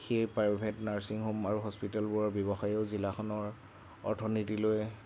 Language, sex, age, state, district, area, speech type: Assamese, male, 18-30, Assam, Lakhimpur, rural, spontaneous